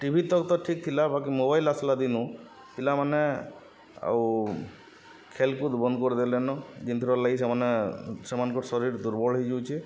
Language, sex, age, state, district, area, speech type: Odia, male, 30-45, Odisha, Subarnapur, urban, spontaneous